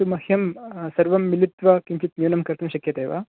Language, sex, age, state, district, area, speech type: Sanskrit, male, 18-30, Karnataka, Uttara Kannada, urban, conversation